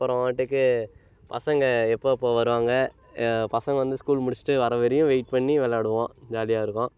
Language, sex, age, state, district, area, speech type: Tamil, male, 18-30, Tamil Nadu, Kallakurichi, urban, spontaneous